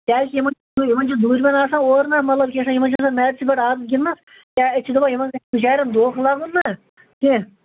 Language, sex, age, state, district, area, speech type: Kashmiri, male, 30-45, Jammu and Kashmir, Bandipora, rural, conversation